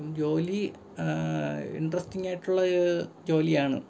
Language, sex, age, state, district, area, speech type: Malayalam, male, 18-30, Kerala, Thiruvananthapuram, rural, spontaneous